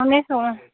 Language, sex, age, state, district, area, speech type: Assamese, female, 30-45, Assam, Dibrugarh, rural, conversation